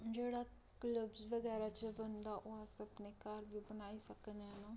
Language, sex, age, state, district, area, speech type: Dogri, female, 18-30, Jammu and Kashmir, Reasi, rural, spontaneous